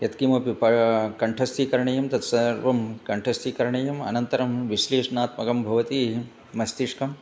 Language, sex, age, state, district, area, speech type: Sanskrit, male, 60+, Telangana, Hyderabad, urban, spontaneous